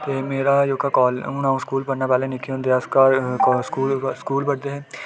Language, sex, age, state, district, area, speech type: Dogri, male, 18-30, Jammu and Kashmir, Udhampur, rural, spontaneous